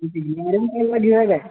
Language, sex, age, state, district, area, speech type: Marathi, male, 18-30, Maharashtra, Sangli, urban, conversation